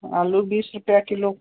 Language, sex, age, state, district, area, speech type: Hindi, female, 60+, Uttar Pradesh, Hardoi, rural, conversation